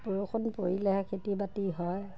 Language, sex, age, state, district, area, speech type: Assamese, female, 30-45, Assam, Nagaon, rural, spontaneous